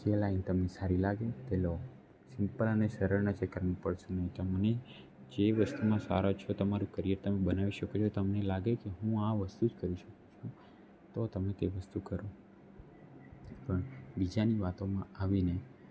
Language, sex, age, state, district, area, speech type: Gujarati, male, 18-30, Gujarat, Narmada, rural, spontaneous